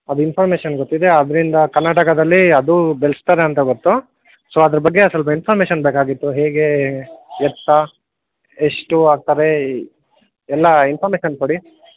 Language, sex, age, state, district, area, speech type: Kannada, male, 18-30, Karnataka, Kolar, rural, conversation